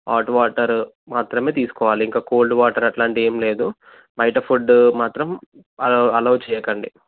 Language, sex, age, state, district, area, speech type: Telugu, male, 18-30, Telangana, Medchal, urban, conversation